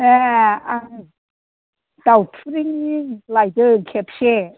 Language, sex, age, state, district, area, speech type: Bodo, female, 60+, Assam, Kokrajhar, rural, conversation